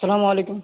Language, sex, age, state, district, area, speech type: Urdu, male, 18-30, Bihar, Purnia, rural, conversation